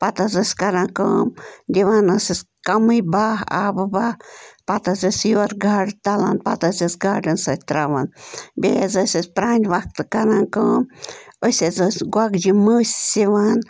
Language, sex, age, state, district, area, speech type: Kashmiri, female, 18-30, Jammu and Kashmir, Bandipora, rural, spontaneous